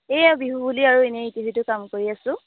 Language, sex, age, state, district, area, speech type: Assamese, female, 18-30, Assam, Jorhat, urban, conversation